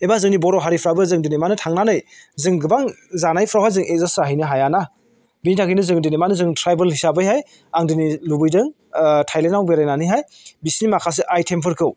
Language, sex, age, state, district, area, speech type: Bodo, male, 45-60, Assam, Chirang, rural, spontaneous